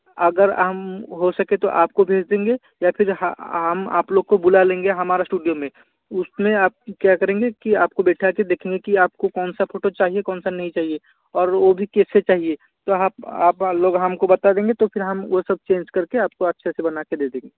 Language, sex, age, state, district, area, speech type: Hindi, male, 18-30, Rajasthan, Jaipur, urban, conversation